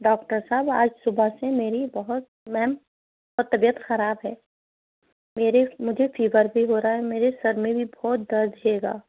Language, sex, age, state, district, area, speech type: Urdu, female, 45-60, Uttar Pradesh, Rampur, urban, conversation